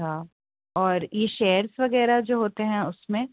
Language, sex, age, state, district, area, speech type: Urdu, female, 30-45, Uttar Pradesh, Rampur, urban, conversation